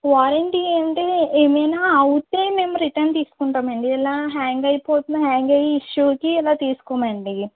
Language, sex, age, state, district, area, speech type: Telugu, female, 30-45, Andhra Pradesh, West Godavari, rural, conversation